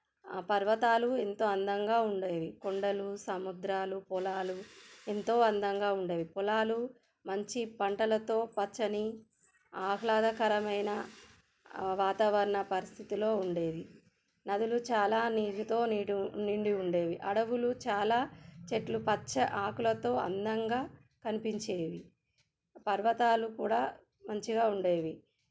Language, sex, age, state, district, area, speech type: Telugu, female, 30-45, Telangana, Jagtial, rural, spontaneous